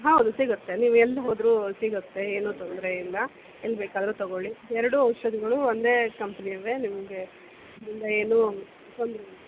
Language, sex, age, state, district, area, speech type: Kannada, female, 30-45, Karnataka, Bellary, rural, conversation